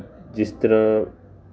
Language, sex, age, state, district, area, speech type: Punjabi, male, 45-60, Punjab, Tarn Taran, urban, spontaneous